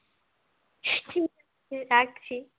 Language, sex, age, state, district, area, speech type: Bengali, female, 18-30, West Bengal, Cooch Behar, urban, conversation